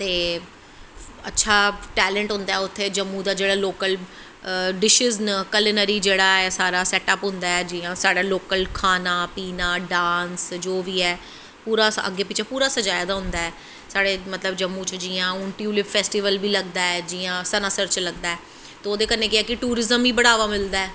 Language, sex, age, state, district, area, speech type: Dogri, female, 30-45, Jammu and Kashmir, Jammu, urban, spontaneous